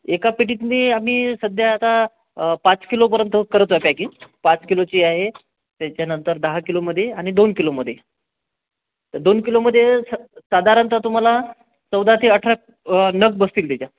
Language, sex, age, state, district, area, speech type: Marathi, male, 30-45, Maharashtra, Akola, urban, conversation